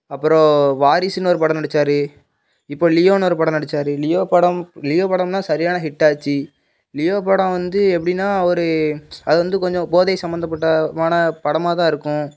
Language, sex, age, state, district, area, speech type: Tamil, male, 18-30, Tamil Nadu, Thoothukudi, urban, spontaneous